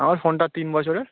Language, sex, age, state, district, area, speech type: Bengali, male, 18-30, West Bengal, Howrah, urban, conversation